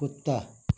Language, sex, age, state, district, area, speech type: Hindi, male, 60+, Uttar Pradesh, Mau, rural, read